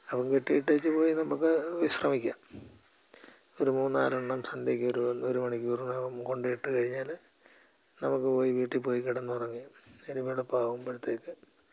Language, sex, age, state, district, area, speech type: Malayalam, male, 60+, Kerala, Alappuzha, rural, spontaneous